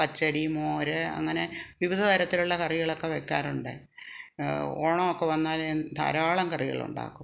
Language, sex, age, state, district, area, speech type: Malayalam, female, 60+, Kerala, Kottayam, rural, spontaneous